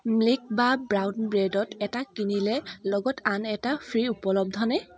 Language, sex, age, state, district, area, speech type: Assamese, female, 18-30, Assam, Dibrugarh, rural, read